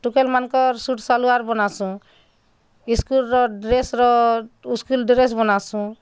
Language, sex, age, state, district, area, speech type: Odia, female, 45-60, Odisha, Bargarh, urban, spontaneous